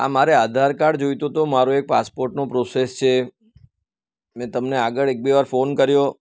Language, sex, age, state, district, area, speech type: Gujarati, male, 45-60, Gujarat, Surat, rural, spontaneous